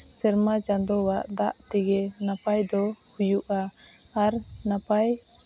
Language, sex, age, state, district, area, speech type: Santali, female, 18-30, Jharkhand, Seraikela Kharsawan, rural, spontaneous